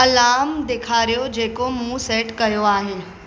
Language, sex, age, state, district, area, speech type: Sindhi, female, 18-30, Maharashtra, Mumbai Suburban, urban, read